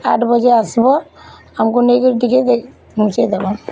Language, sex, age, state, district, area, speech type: Odia, female, 30-45, Odisha, Bargarh, urban, spontaneous